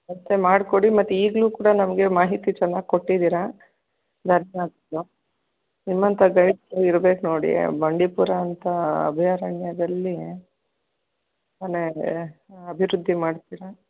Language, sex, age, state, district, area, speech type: Kannada, female, 60+, Karnataka, Kolar, rural, conversation